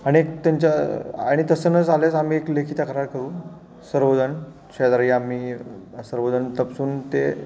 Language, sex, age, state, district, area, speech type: Marathi, male, 30-45, Maharashtra, Satara, urban, spontaneous